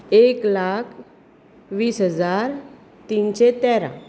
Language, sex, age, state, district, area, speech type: Goan Konkani, female, 45-60, Goa, Bardez, urban, spontaneous